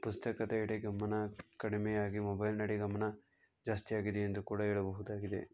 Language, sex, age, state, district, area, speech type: Kannada, male, 18-30, Karnataka, Tumkur, urban, spontaneous